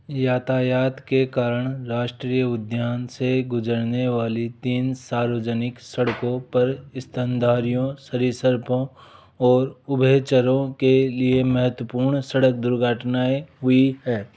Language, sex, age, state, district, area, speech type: Hindi, male, 18-30, Rajasthan, Jaipur, urban, read